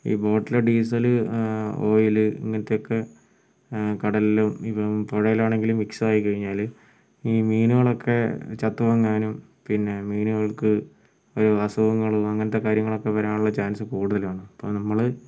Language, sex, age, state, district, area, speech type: Malayalam, male, 45-60, Kerala, Wayanad, rural, spontaneous